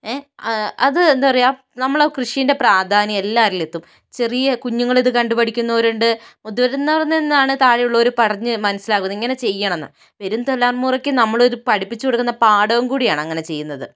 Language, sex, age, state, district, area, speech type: Malayalam, female, 60+, Kerala, Kozhikode, rural, spontaneous